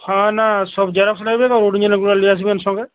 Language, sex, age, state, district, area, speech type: Bengali, male, 45-60, West Bengal, Uttar Dinajpur, urban, conversation